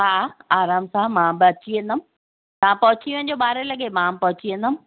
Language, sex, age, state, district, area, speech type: Sindhi, female, 45-60, Rajasthan, Ajmer, urban, conversation